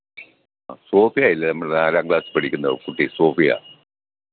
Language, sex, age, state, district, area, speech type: Malayalam, male, 60+, Kerala, Pathanamthitta, rural, conversation